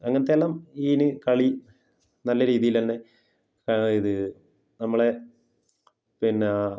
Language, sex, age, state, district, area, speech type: Malayalam, male, 30-45, Kerala, Kasaragod, rural, spontaneous